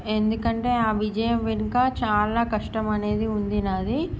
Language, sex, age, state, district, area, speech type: Telugu, female, 18-30, Andhra Pradesh, Srikakulam, urban, spontaneous